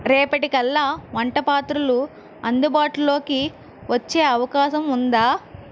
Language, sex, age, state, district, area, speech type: Telugu, female, 60+, Andhra Pradesh, Vizianagaram, rural, read